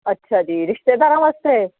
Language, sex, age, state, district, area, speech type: Punjabi, female, 45-60, Punjab, Jalandhar, urban, conversation